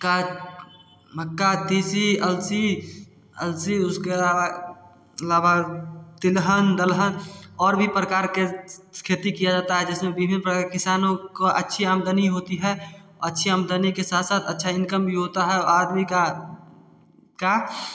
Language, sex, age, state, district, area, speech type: Hindi, male, 18-30, Bihar, Samastipur, urban, spontaneous